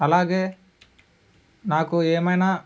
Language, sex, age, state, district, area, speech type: Telugu, male, 18-30, Andhra Pradesh, Alluri Sitarama Raju, rural, spontaneous